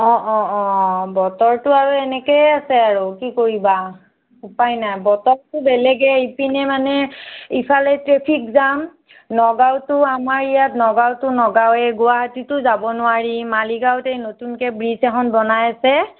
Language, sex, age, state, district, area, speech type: Assamese, female, 45-60, Assam, Nagaon, rural, conversation